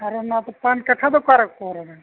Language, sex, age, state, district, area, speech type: Santali, male, 45-60, Odisha, Mayurbhanj, rural, conversation